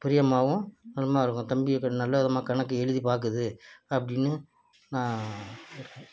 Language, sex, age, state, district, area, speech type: Tamil, male, 60+, Tamil Nadu, Nagapattinam, rural, spontaneous